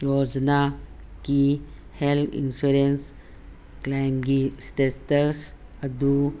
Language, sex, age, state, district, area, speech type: Manipuri, female, 45-60, Manipur, Kangpokpi, urban, read